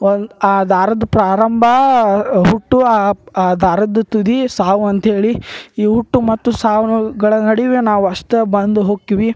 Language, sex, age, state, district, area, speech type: Kannada, male, 30-45, Karnataka, Gadag, rural, spontaneous